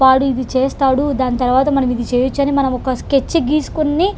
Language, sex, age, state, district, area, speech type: Telugu, female, 18-30, Andhra Pradesh, Krishna, urban, spontaneous